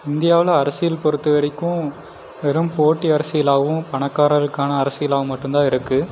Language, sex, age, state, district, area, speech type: Tamil, male, 18-30, Tamil Nadu, Erode, rural, spontaneous